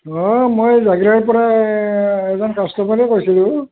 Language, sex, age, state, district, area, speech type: Assamese, male, 60+, Assam, Nalbari, rural, conversation